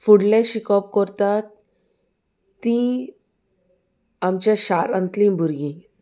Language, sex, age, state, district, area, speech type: Goan Konkani, female, 18-30, Goa, Salcete, rural, spontaneous